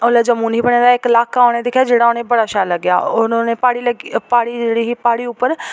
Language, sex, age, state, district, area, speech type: Dogri, female, 18-30, Jammu and Kashmir, Jammu, rural, spontaneous